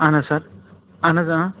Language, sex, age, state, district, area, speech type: Kashmiri, male, 30-45, Jammu and Kashmir, Kupwara, urban, conversation